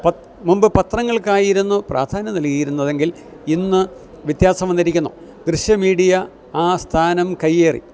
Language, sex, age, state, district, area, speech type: Malayalam, male, 60+, Kerala, Kottayam, rural, spontaneous